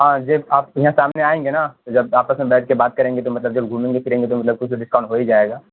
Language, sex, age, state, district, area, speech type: Urdu, male, 18-30, Bihar, Purnia, rural, conversation